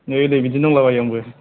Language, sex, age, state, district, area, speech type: Bodo, male, 18-30, Assam, Chirang, rural, conversation